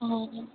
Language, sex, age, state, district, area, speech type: Assamese, female, 18-30, Assam, Majuli, urban, conversation